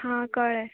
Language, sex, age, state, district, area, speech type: Goan Konkani, female, 18-30, Goa, Canacona, rural, conversation